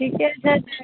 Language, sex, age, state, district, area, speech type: Maithili, female, 60+, Bihar, Madhepura, rural, conversation